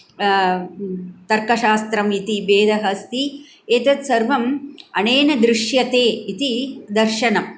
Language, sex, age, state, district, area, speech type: Sanskrit, female, 45-60, Tamil Nadu, Coimbatore, urban, spontaneous